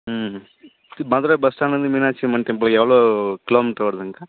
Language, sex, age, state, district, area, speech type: Tamil, female, 18-30, Tamil Nadu, Dharmapuri, rural, conversation